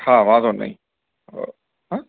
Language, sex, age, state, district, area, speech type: Gujarati, male, 45-60, Gujarat, Anand, urban, conversation